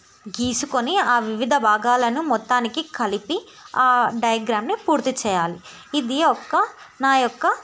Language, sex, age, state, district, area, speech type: Telugu, female, 18-30, Telangana, Yadadri Bhuvanagiri, urban, spontaneous